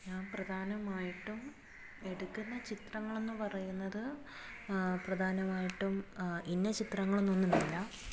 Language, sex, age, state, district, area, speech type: Malayalam, female, 30-45, Kerala, Alappuzha, rural, spontaneous